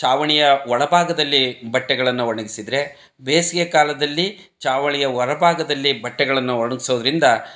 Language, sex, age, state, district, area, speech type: Kannada, male, 60+, Karnataka, Chitradurga, rural, spontaneous